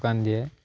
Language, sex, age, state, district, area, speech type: Assamese, male, 18-30, Assam, Charaideo, rural, spontaneous